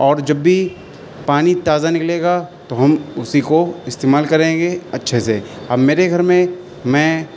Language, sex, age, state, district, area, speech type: Urdu, male, 18-30, Uttar Pradesh, Shahjahanpur, urban, spontaneous